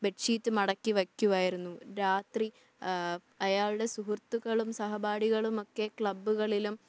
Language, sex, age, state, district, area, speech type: Malayalam, female, 18-30, Kerala, Thiruvananthapuram, urban, spontaneous